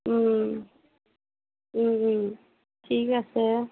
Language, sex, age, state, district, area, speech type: Assamese, female, 45-60, Assam, Nagaon, rural, conversation